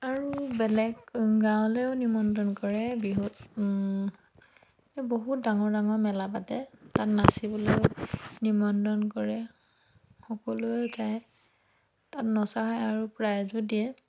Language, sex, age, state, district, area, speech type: Assamese, female, 30-45, Assam, Dhemaji, rural, spontaneous